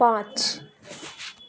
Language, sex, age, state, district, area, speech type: Bengali, female, 30-45, West Bengal, Malda, rural, read